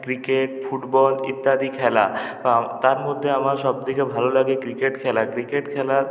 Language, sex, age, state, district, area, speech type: Bengali, male, 18-30, West Bengal, Purulia, urban, spontaneous